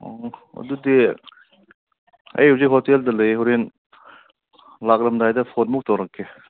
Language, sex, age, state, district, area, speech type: Manipuri, male, 45-60, Manipur, Ukhrul, rural, conversation